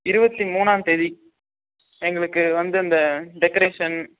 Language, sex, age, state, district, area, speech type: Tamil, female, 30-45, Tamil Nadu, Ariyalur, rural, conversation